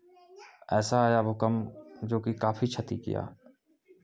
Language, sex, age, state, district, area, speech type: Hindi, male, 30-45, Uttar Pradesh, Chandauli, rural, spontaneous